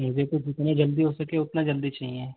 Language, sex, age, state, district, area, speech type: Hindi, male, 18-30, Madhya Pradesh, Betul, rural, conversation